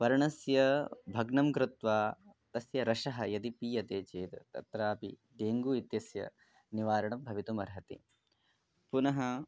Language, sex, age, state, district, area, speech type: Sanskrit, male, 18-30, West Bengal, Darjeeling, urban, spontaneous